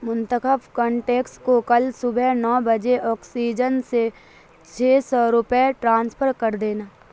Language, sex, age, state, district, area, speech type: Urdu, female, 45-60, Bihar, Supaul, rural, read